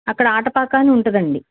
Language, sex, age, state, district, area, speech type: Telugu, female, 45-60, Andhra Pradesh, Eluru, urban, conversation